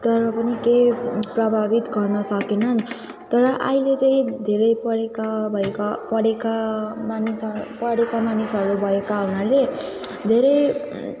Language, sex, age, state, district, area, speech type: Nepali, female, 18-30, West Bengal, Jalpaiguri, rural, spontaneous